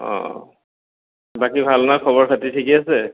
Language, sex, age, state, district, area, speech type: Assamese, male, 45-60, Assam, Goalpara, urban, conversation